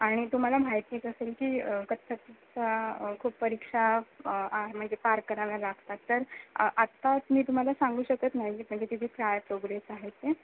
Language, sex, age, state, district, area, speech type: Marathi, female, 18-30, Maharashtra, Ratnagiri, rural, conversation